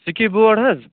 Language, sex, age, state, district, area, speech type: Kashmiri, male, 45-60, Jammu and Kashmir, Budgam, rural, conversation